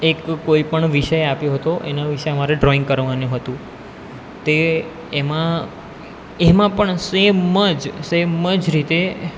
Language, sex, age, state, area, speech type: Gujarati, male, 18-30, Gujarat, urban, spontaneous